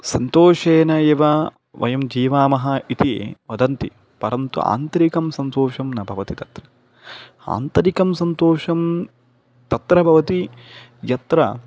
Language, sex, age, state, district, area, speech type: Sanskrit, male, 30-45, Telangana, Hyderabad, urban, spontaneous